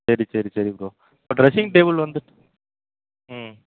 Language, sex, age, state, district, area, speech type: Tamil, male, 30-45, Tamil Nadu, Namakkal, rural, conversation